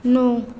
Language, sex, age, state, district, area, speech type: Hindi, female, 30-45, Uttar Pradesh, Azamgarh, rural, read